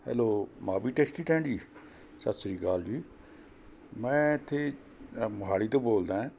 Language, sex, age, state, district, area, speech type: Punjabi, male, 60+, Punjab, Mohali, urban, spontaneous